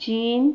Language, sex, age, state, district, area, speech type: Marathi, female, 30-45, Maharashtra, Buldhana, rural, spontaneous